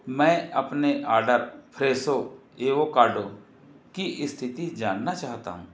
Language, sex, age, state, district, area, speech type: Hindi, male, 60+, Madhya Pradesh, Balaghat, rural, read